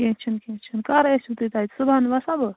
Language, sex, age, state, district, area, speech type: Kashmiri, female, 45-60, Jammu and Kashmir, Baramulla, rural, conversation